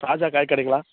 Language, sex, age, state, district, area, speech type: Tamil, male, 18-30, Tamil Nadu, Kallakurichi, urban, conversation